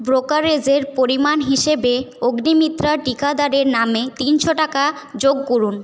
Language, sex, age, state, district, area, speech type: Bengali, female, 18-30, West Bengal, Paschim Bardhaman, rural, read